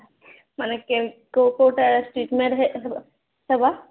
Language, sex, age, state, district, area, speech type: Odia, female, 30-45, Odisha, Sambalpur, rural, conversation